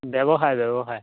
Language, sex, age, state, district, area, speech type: Assamese, male, 60+, Assam, Majuli, urban, conversation